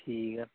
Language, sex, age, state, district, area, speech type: Punjabi, male, 30-45, Punjab, Pathankot, rural, conversation